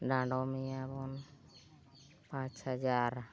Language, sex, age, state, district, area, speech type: Santali, female, 60+, Odisha, Mayurbhanj, rural, spontaneous